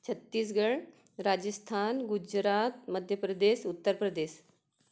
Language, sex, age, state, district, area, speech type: Hindi, female, 45-60, Madhya Pradesh, Betul, urban, spontaneous